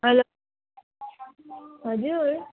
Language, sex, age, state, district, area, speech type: Nepali, female, 18-30, West Bengal, Jalpaiguri, rural, conversation